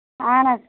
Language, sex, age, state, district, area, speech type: Kashmiri, female, 45-60, Jammu and Kashmir, Ganderbal, rural, conversation